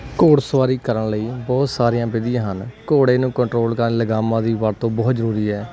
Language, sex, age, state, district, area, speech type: Punjabi, male, 18-30, Punjab, Hoshiarpur, rural, spontaneous